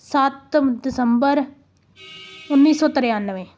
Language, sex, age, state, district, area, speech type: Punjabi, female, 18-30, Punjab, Amritsar, urban, spontaneous